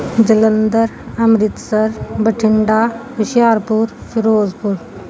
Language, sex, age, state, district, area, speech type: Punjabi, female, 30-45, Punjab, Gurdaspur, urban, spontaneous